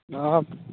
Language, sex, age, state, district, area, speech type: Santali, male, 60+, Jharkhand, East Singhbhum, rural, conversation